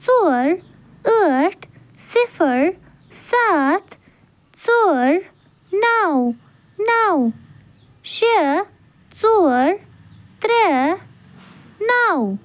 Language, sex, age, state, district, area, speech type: Kashmiri, female, 30-45, Jammu and Kashmir, Ganderbal, rural, read